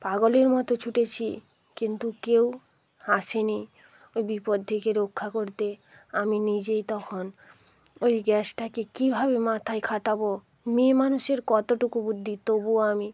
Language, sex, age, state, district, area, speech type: Bengali, female, 45-60, West Bengal, Hooghly, urban, spontaneous